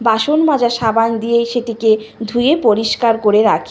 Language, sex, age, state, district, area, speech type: Bengali, female, 30-45, West Bengal, Nadia, rural, spontaneous